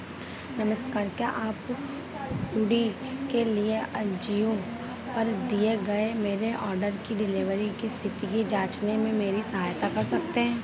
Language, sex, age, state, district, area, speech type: Hindi, female, 18-30, Madhya Pradesh, Harda, urban, read